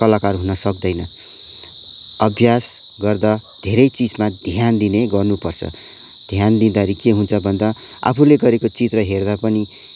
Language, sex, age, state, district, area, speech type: Nepali, male, 30-45, West Bengal, Kalimpong, rural, spontaneous